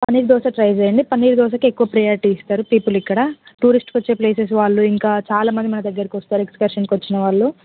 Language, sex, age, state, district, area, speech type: Telugu, female, 18-30, Telangana, Hyderabad, urban, conversation